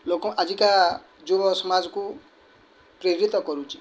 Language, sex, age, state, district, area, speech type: Odia, male, 45-60, Odisha, Kendrapara, urban, spontaneous